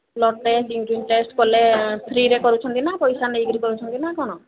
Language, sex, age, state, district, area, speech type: Odia, female, 45-60, Odisha, Sambalpur, rural, conversation